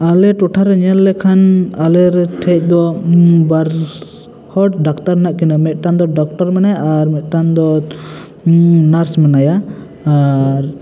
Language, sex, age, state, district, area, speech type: Santali, male, 18-30, West Bengal, Bankura, rural, spontaneous